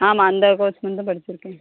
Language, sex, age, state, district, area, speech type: Tamil, female, 18-30, Tamil Nadu, Thoothukudi, urban, conversation